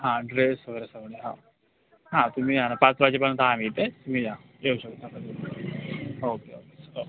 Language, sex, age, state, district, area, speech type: Marathi, male, 18-30, Maharashtra, Yavatmal, rural, conversation